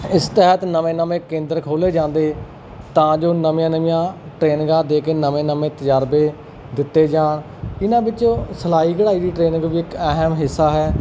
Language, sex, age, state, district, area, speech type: Punjabi, male, 30-45, Punjab, Kapurthala, urban, spontaneous